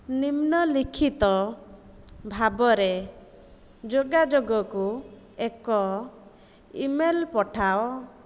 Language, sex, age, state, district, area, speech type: Odia, female, 30-45, Odisha, Jajpur, rural, read